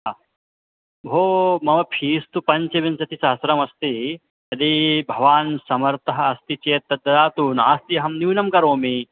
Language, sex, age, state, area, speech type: Sanskrit, male, 18-30, Madhya Pradesh, rural, conversation